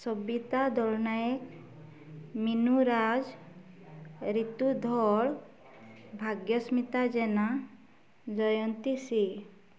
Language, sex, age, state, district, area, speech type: Odia, female, 18-30, Odisha, Mayurbhanj, rural, spontaneous